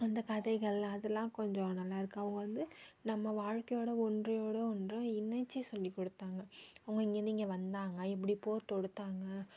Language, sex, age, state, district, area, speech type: Tamil, female, 18-30, Tamil Nadu, Nagapattinam, rural, spontaneous